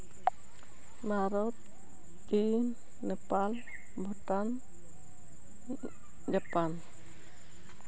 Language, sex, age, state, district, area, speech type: Santali, female, 45-60, West Bengal, Purba Bardhaman, rural, spontaneous